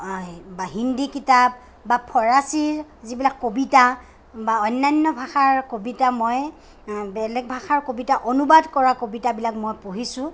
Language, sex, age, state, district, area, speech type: Assamese, female, 45-60, Assam, Kamrup Metropolitan, urban, spontaneous